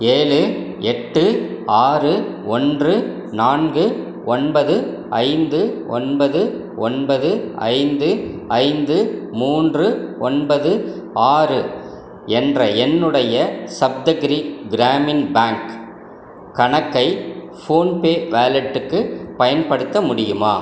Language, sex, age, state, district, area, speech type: Tamil, male, 60+, Tamil Nadu, Ariyalur, rural, read